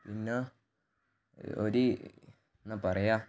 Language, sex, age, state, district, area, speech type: Malayalam, male, 18-30, Kerala, Kannur, rural, spontaneous